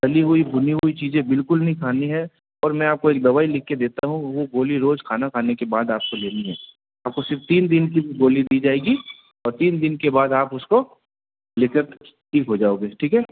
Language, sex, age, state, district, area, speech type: Hindi, male, 45-60, Rajasthan, Jodhpur, urban, conversation